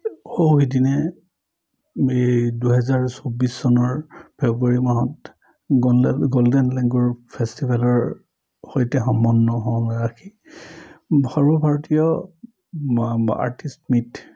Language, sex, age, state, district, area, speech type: Assamese, male, 60+, Assam, Charaideo, urban, spontaneous